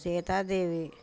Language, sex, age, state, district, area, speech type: Telugu, female, 60+, Andhra Pradesh, Bapatla, urban, spontaneous